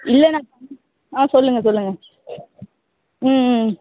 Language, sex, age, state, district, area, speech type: Tamil, female, 30-45, Tamil Nadu, Tiruvallur, urban, conversation